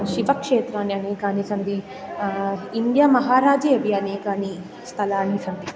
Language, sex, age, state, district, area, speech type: Sanskrit, female, 18-30, Kerala, Kannur, urban, spontaneous